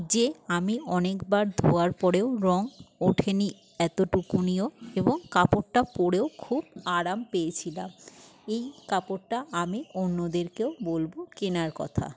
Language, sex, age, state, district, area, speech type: Bengali, female, 45-60, West Bengal, Jhargram, rural, spontaneous